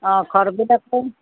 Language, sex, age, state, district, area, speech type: Assamese, female, 45-60, Assam, Udalguri, rural, conversation